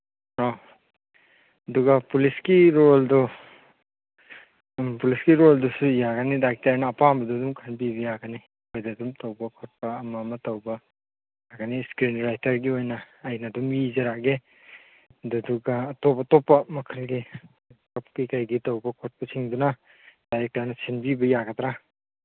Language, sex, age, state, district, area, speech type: Manipuri, male, 30-45, Manipur, Churachandpur, rural, conversation